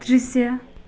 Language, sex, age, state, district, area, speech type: Nepali, female, 18-30, West Bengal, Alipurduar, urban, read